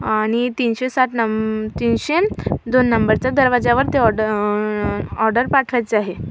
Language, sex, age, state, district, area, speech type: Marathi, female, 18-30, Maharashtra, Amravati, urban, spontaneous